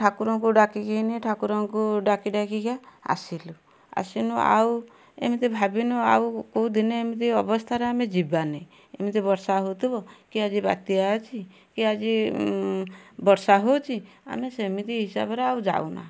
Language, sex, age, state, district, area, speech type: Odia, female, 60+, Odisha, Kendujhar, urban, spontaneous